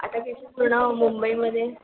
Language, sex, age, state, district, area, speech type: Marathi, female, 18-30, Maharashtra, Mumbai Suburban, urban, conversation